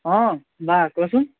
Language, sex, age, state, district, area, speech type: Assamese, male, 18-30, Assam, Kamrup Metropolitan, rural, conversation